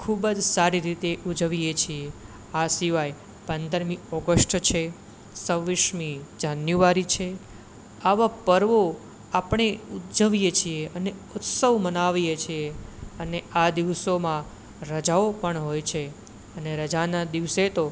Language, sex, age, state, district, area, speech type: Gujarati, male, 18-30, Gujarat, Anand, urban, spontaneous